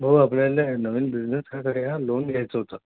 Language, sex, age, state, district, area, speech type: Marathi, male, 30-45, Maharashtra, Akola, rural, conversation